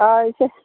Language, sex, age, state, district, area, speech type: Manipuri, female, 60+, Manipur, Imphal East, rural, conversation